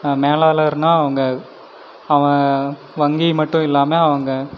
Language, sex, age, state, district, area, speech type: Tamil, male, 18-30, Tamil Nadu, Erode, rural, spontaneous